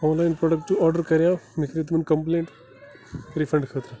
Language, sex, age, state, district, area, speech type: Kashmiri, male, 30-45, Jammu and Kashmir, Bandipora, rural, spontaneous